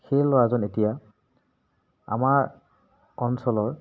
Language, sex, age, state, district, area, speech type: Assamese, male, 30-45, Assam, Lakhimpur, urban, spontaneous